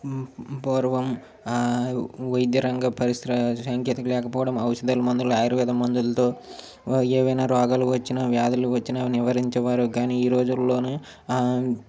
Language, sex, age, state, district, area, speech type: Telugu, male, 30-45, Andhra Pradesh, Srikakulam, urban, spontaneous